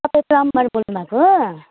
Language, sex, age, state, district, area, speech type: Nepali, female, 30-45, West Bengal, Jalpaiguri, rural, conversation